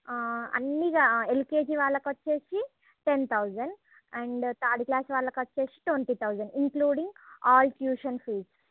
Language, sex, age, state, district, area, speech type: Telugu, female, 30-45, Andhra Pradesh, Srikakulam, urban, conversation